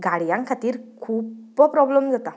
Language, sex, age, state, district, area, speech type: Goan Konkani, female, 30-45, Goa, Ponda, rural, spontaneous